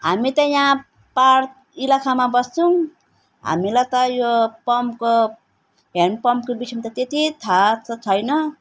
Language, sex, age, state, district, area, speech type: Nepali, female, 45-60, West Bengal, Darjeeling, rural, spontaneous